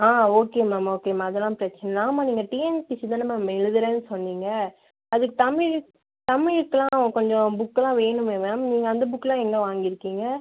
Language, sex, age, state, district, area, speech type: Tamil, female, 30-45, Tamil Nadu, Viluppuram, rural, conversation